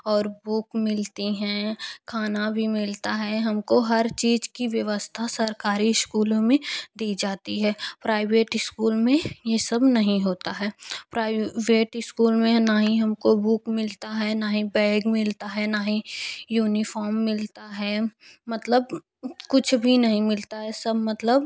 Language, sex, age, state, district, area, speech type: Hindi, female, 18-30, Uttar Pradesh, Jaunpur, urban, spontaneous